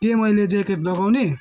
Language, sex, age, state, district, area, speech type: Nepali, male, 18-30, West Bengal, Kalimpong, rural, read